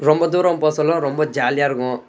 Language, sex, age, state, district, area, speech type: Tamil, male, 18-30, Tamil Nadu, Tiruvannamalai, rural, spontaneous